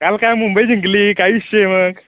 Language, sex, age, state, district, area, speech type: Marathi, male, 18-30, Maharashtra, Sangli, urban, conversation